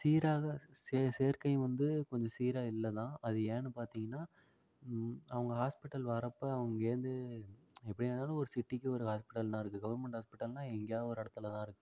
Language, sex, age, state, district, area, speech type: Tamil, male, 45-60, Tamil Nadu, Ariyalur, rural, spontaneous